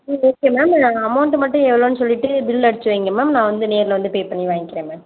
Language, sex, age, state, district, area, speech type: Tamil, female, 18-30, Tamil Nadu, Sivaganga, rural, conversation